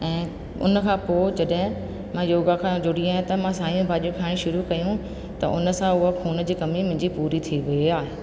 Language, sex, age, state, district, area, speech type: Sindhi, female, 45-60, Rajasthan, Ajmer, urban, spontaneous